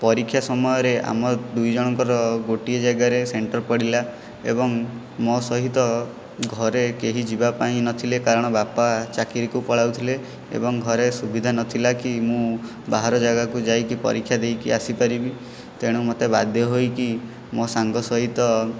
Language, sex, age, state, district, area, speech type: Odia, male, 18-30, Odisha, Jajpur, rural, spontaneous